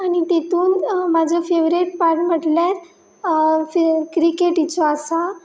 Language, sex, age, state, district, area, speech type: Goan Konkani, female, 18-30, Goa, Pernem, rural, spontaneous